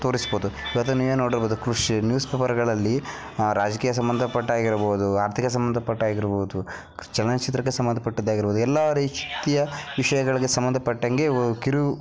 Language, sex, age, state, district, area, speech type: Kannada, male, 18-30, Karnataka, Dharwad, urban, spontaneous